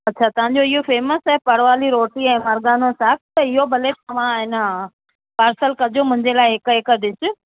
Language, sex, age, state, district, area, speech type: Sindhi, female, 45-60, Gujarat, Kutch, urban, conversation